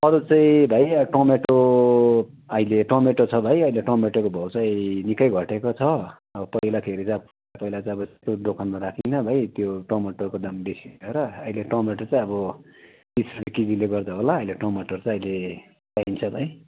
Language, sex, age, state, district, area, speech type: Nepali, male, 60+, West Bengal, Darjeeling, rural, conversation